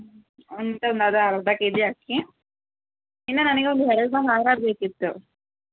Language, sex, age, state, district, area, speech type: Kannada, female, 18-30, Karnataka, Chitradurga, rural, conversation